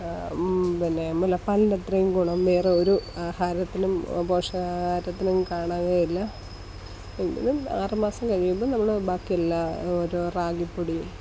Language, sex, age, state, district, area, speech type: Malayalam, female, 30-45, Kerala, Kollam, rural, spontaneous